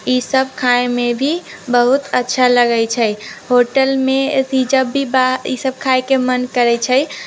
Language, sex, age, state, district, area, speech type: Maithili, female, 18-30, Bihar, Muzaffarpur, rural, spontaneous